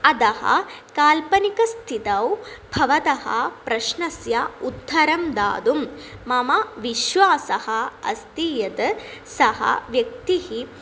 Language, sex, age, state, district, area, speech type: Sanskrit, female, 18-30, Kerala, Thrissur, rural, spontaneous